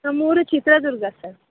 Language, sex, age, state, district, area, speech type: Kannada, female, 30-45, Karnataka, Chitradurga, rural, conversation